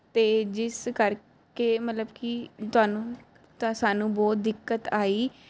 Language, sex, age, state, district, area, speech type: Punjabi, female, 18-30, Punjab, Mansa, urban, spontaneous